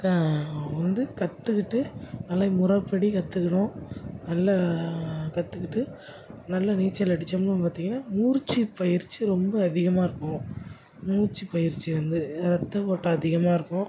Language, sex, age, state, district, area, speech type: Tamil, male, 18-30, Tamil Nadu, Tiruchirappalli, rural, spontaneous